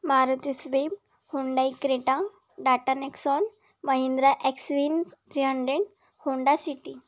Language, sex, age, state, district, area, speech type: Marathi, female, 18-30, Maharashtra, Wardha, rural, spontaneous